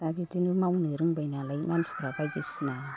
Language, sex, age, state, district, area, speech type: Bodo, male, 60+, Assam, Chirang, rural, spontaneous